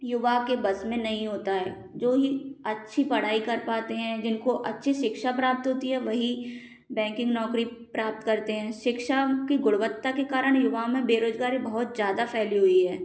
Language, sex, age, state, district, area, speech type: Hindi, female, 18-30, Madhya Pradesh, Gwalior, rural, spontaneous